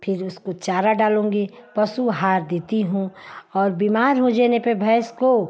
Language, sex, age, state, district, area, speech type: Hindi, female, 45-60, Uttar Pradesh, Ghazipur, urban, spontaneous